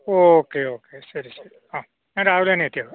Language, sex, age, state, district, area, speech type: Malayalam, male, 45-60, Kerala, Idukki, rural, conversation